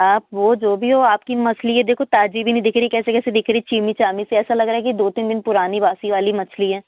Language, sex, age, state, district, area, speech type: Hindi, female, 30-45, Madhya Pradesh, Betul, urban, conversation